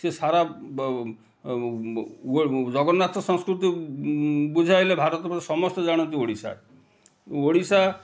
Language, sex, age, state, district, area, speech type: Odia, male, 45-60, Odisha, Kendrapara, urban, spontaneous